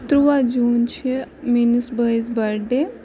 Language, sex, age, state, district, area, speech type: Kashmiri, female, 18-30, Jammu and Kashmir, Ganderbal, rural, spontaneous